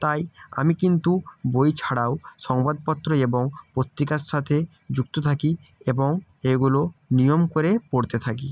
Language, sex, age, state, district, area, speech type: Bengali, male, 30-45, West Bengal, Jalpaiguri, rural, spontaneous